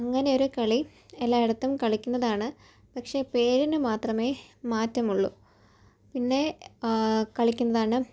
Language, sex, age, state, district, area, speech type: Malayalam, female, 18-30, Kerala, Thiruvananthapuram, urban, spontaneous